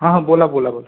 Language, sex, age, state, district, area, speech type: Marathi, male, 18-30, Maharashtra, Amravati, urban, conversation